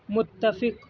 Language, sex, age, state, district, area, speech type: Urdu, male, 18-30, Delhi, East Delhi, urban, read